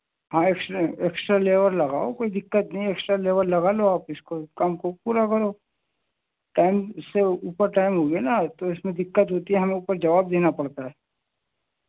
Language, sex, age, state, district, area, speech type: Urdu, male, 45-60, Delhi, New Delhi, urban, conversation